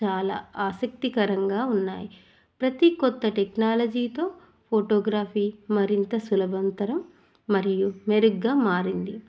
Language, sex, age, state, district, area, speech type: Telugu, female, 30-45, Telangana, Hanamkonda, urban, spontaneous